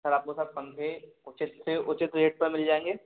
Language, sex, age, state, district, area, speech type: Hindi, male, 18-30, Madhya Pradesh, Gwalior, urban, conversation